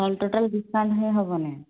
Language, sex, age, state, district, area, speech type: Odia, female, 18-30, Odisha, Nabarangpur, urban, conversation